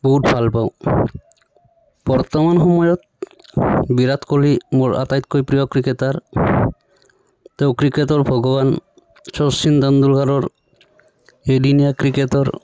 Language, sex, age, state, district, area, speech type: Assamese, male, 30-45, Assam, Barpeta, rural, spontaneous